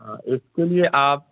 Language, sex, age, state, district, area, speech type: Urdu, male, 18-30, Bihar, Purnia, rural, conversation